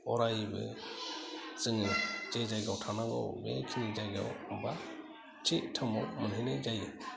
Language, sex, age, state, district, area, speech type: Bodo, male, 45-60, Assam, Kokrajhar, rural, spontaneous